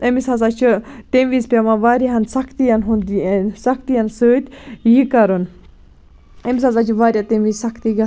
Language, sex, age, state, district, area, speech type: Kashmiri, female, 18-30, Jammu and Kashmir, Baramulla, rural, spontaneous